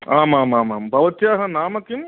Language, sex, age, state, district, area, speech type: Sanskrit, male, 45-60, Andhra Pradesh, Guntur, urban, conversation